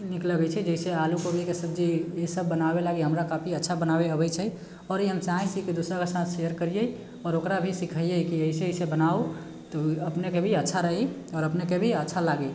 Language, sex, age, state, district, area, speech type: Maithili, male, 18-30, Bihar, Sitamarhi, urban, spontaneous